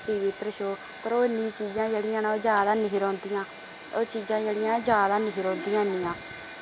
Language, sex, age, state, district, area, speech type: Dogri, female, 18-30, Jammu and Kashmir, Samba, rural, spontaneous